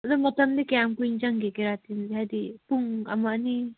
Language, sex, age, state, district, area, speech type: Manipuri, female, 30-45, Manipur, Kangpokpi, urban, conversation